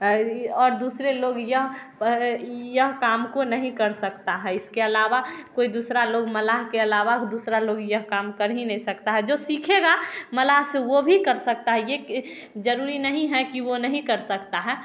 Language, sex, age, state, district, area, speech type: Hindi, female, 18-30, Bihar, Samastipur, rural, spontaneous